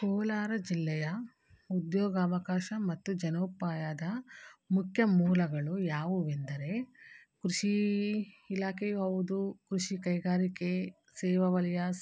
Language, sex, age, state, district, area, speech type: Kannada, female, 30-45, Karnataka, Kolar, urban, spontaneous